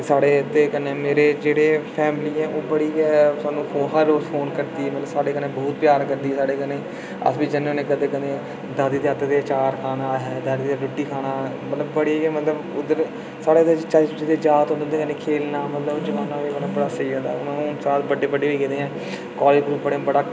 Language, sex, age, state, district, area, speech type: Dogri, male, 18-30, Jammu and Kashmir, Udhampur, urban, spontaneous